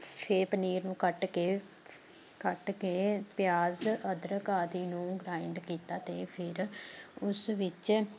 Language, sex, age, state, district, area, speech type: Punjabi, female, 18-30, Punjab, Shaheed Bhagat Singh Nagar, rural, spontaneous